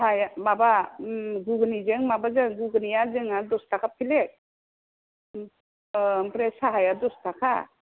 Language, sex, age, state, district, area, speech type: Bodo, female, 60+, Assam, Kokrajhar, rural, conversation